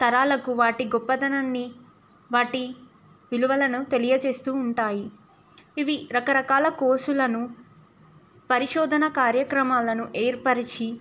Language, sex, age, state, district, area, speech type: Telugu, female, 18-30, Telangana, Ranga Reddy, urban, spontaneous